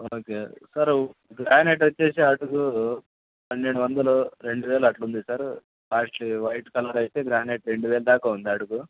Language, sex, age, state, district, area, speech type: Telugu, male, 30-45, Andhra Pradesh, Anantapur, rural, conversation